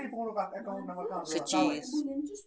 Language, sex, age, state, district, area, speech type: Kashmiri, male, 30-45, Jammu and Kashmir, Bandipora, rural, spontaneous